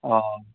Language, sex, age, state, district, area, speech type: Assamese, male, 18-30, Assam, Lakhimpur, rural, conversation